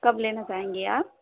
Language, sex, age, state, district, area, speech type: Urdu, female, 30-45, Uttar Pradesh, Ghaziabad, urban, conversation